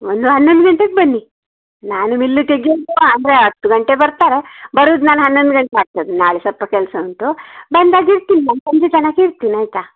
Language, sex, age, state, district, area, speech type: Kannada, male, 18-30, Karnataka, Shimoga, rural, conversation